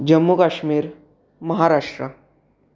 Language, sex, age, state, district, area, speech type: Marathi, male, 18-30, Maharashtra, Raigad, rural, spontaneous